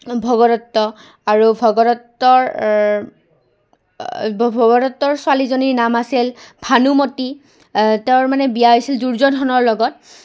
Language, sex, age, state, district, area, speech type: Assamese, female, 18-30, Assam, Goalpara, urban, spontaneous